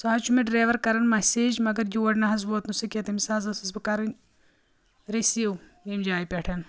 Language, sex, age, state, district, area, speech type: Kashmiri, female, 30-45, Jammu and Kashmir, Anantnag, rural, spontaneous